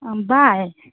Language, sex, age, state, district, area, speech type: Manipuri, female, 30-45, Manipur, Chandel, rural, conversation